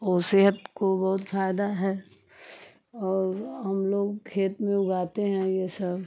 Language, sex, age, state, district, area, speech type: Hindi, female, 30-45, Uttar Pradesh, Ghazipur, rural, spontaneous